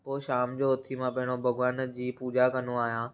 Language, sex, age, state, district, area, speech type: Sindhi, male, 18-30, Maharashtra, Mumbai City, urban, spontaneous